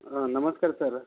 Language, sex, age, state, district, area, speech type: Kannada, male, 45-60, Karnataka, Gulbarga, urban, conversation